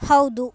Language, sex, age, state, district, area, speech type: Kannada, female, 18-30, Karnataka, Chamarajanagar, urban, read